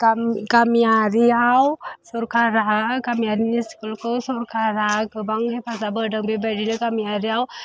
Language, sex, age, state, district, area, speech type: Bodo, female, 18-30, Assam, Chirang, rural, spontaneous